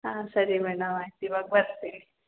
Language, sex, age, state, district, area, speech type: Kannada, female, 18-30, Karnataka, Hassan, rural, conversation